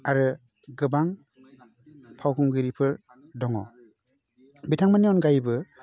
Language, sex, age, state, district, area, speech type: Bodo, male, 30-45, Assam, Baksa, urban, spontaneous